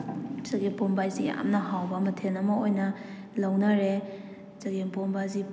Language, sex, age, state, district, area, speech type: Manipuri, female, 18-30, Manipur, Kakching, rural, spontaneous